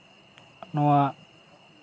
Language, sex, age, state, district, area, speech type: Santali, male, 18-30, West Bengal, Purulia, rural, spontaneous